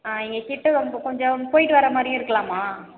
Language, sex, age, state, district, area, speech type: Tamil, female, 30-45, Tamil Nadu, Cuddalore, rural, conversation